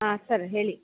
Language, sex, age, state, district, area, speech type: Kannada, female, 45-60, Karnataka, Mandya, rural, conversation